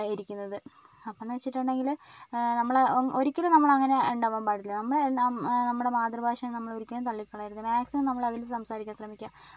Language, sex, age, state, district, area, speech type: Malayalam, female, 18-30, Kerala, Wayanad, rural, spontaneous